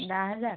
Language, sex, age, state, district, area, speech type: Marathi, female, 45-60, Maharashtra, Washim, rural, conversation